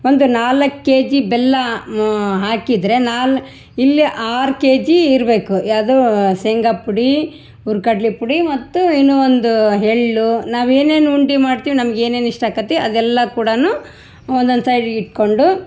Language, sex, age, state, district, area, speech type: Kannada, female, 45-60, Karnataka, Vijayanagara, rural, spontaneous